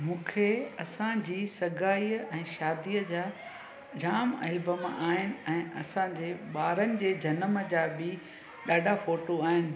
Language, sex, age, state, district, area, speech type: Sindhi, female, 45-60, Gujarat, Junagadh, rural, spontaneous